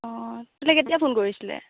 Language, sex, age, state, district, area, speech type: Assamese, female, 18-30, Assam, Golaghat, urban, conversation